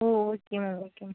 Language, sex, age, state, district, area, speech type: Tamil, female, 18-30, Tamil Nadu, Mayiladuthurai, rural, conversation